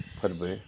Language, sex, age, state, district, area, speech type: Bodo, male, 60+, Assam, Udalguri, urban, spontaneous